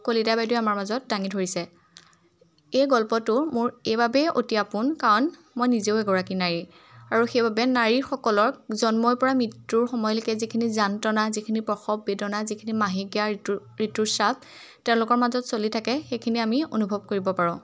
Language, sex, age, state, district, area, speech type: Assamese, female, 18-30, Assam, Majuli, urban, spontaneous